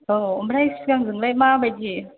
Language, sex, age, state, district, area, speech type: Bodo, female, 18-30, Assam, Chirang, urban, conversation